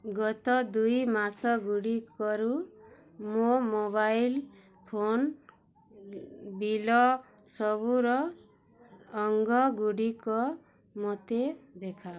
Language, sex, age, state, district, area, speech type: Odia, female, 30-45, Odisha, Bargarh, urban, read